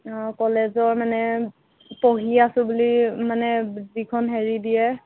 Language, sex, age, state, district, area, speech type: Assamese, female, 18-30, Assam, Golaghat, urban, conversation